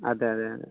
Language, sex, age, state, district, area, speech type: Malayalam, male, 18-30, Kerala, Kasaragod, rural, conversation